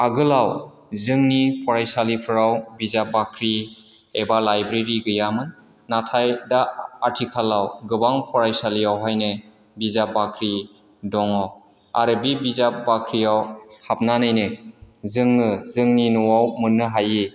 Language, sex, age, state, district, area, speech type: Bodo, male, 45-60, Assam, Chirang, urban, spontaneous